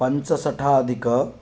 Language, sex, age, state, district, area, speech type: Sanskrit, male, 18-30, Odisha, Jagatsinghpur, urban, spontaneous